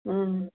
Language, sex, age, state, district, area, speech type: Tamil, female, 60+, Tamil Nadu, Erode, rural, conversation